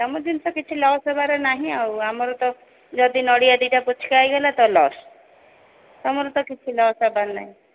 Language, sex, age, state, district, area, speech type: Odia, female, 45-60, Odisha, Sundergarh, rural, conversation